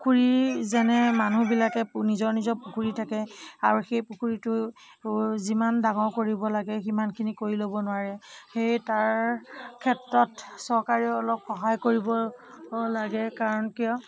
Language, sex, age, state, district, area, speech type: Assamese, female, 45-60, Assam, Morigaon, rural, spontaneous